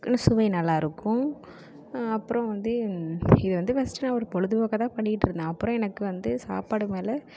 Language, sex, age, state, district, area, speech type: Tamil, female, 18-30, Tamil Nadu, Mayiladuthurai, urban, spontaneous